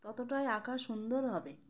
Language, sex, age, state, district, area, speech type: Bengali, female, 30-45, West Bengal, Uttar Dinajpur, urban, spontaneous